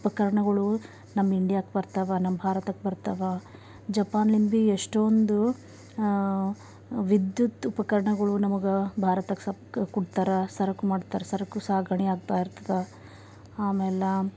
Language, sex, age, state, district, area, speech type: Kannada, female, 30-45, Karnataka, Bidar, urban, spontaneous